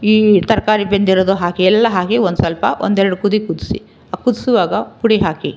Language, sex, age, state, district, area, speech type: Kannada, female, 60+, Karnataka, Chamarajanagar, urban, spontaneous